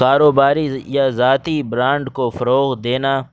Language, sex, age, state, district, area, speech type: Urdu, male, 18-30, Delhi, North West Delhi, urban, spontaneous